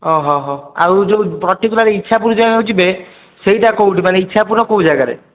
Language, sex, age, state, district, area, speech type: Odia, male, 18-30, Odisha, Kendrapara, urban, conversation